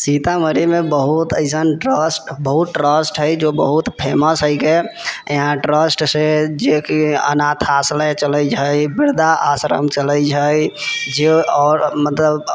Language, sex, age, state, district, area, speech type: Maithili, male, 18-30, Bihar, Sitamarhi, rural, spontaneous